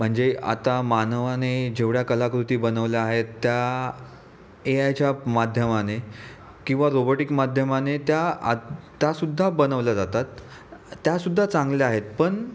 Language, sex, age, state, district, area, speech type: Marathi, male, 30-45, Maharashtra, Raigad, rural, spontaneous